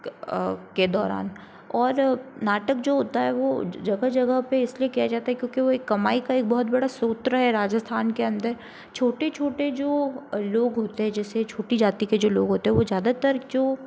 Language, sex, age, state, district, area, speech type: Hindi, female, 30-45, Rajasthan, Jodhpur, urban, spontaneous